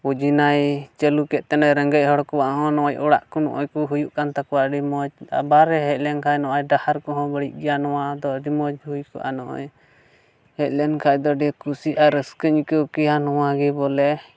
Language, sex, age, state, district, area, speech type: Santali, male, 18-30, Jharkhand, Pakur, rural, spontaneous